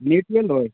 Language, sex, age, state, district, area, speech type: Assamese, male, 18-30, Assam, Barpeta, rural, conversation